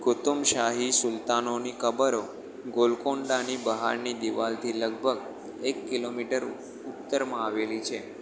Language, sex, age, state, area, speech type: Gujarati, male, 18-30, Gujarat, rural, read